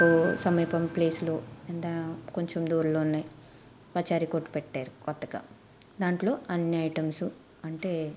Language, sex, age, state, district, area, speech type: Telugu, female, 18-30, Andhra Pradesh, Eluru, rural, spontaneous